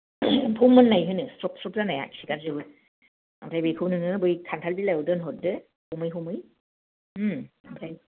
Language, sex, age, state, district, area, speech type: Bodo, female, 45-60, Assam, Kokrajhar, rural, conversation